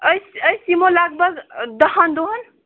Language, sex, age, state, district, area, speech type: Kashmiri, female, 30-45, Jammu and Kashmir, Srinagar, urban, conversation